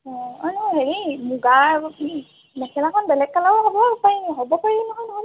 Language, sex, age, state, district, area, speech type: Assamese, female, 18-30, Assam, Sivasagar, rural, conversation